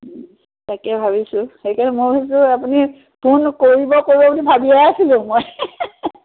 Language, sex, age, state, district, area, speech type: Assamese, female, 45-60, Assam, Biswanath, rural, conversation